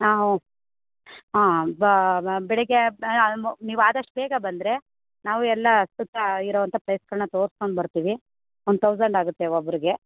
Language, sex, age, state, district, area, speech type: Kannada, female, 45-60, Karnataka, Mandya, urban, conversation